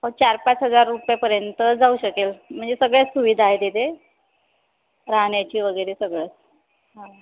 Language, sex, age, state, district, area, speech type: Marathi, female, 30-45, Maharashtra, Wardha, rural, conversation